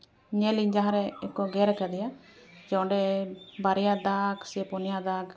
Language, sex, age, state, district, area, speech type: Santali, female, 30-45, West Bengal, Jhargram, rural, spontaneous